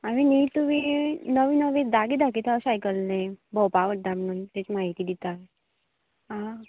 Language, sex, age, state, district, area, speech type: Goan Konkani, female, 18-30, Goa, Canacona, rural, conversation